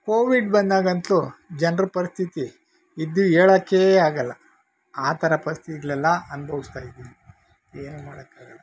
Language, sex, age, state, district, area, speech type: Kannada, male, 45-60, Karnataka, Bangalore Rural, rural, spontaneous